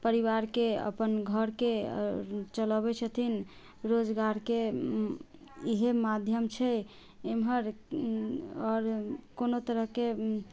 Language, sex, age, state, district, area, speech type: Maithili, female, 30-45, Bihar, Sitamarhi, urban, spontaneous